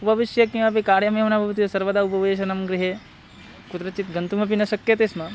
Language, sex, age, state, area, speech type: Sanskrit, male, 18-30, Bihar, rural, spontaneous